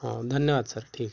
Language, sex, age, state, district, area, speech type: Marathi, male, 18-30, Maharashtra, Gadchiroli, rural, spontaneous